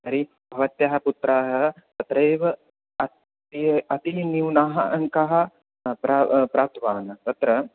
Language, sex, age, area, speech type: Sanskrit, male, 18-30, rural, conversation